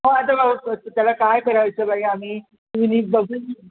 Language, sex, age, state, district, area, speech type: Marathi, female, 60+, Maharashtra, Mumbai Suburban, urban, conversation